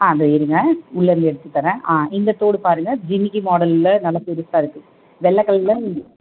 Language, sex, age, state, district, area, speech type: Tamil, female, 30-45, Tamil Nadu, Chengalpattu, urban, conversation